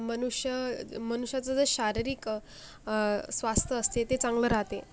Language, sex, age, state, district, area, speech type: Marathi, female, 18-30, Maharashtra, Akola, rural, spontaneous